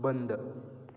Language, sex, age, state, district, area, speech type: Marathi, male, 18-30, Maharashtra, Kolhapur, rural, read